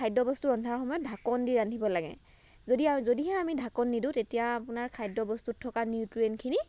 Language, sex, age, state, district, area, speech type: Assamese, female, 45-60, Assam, Lakhimpur, rural, spontaneous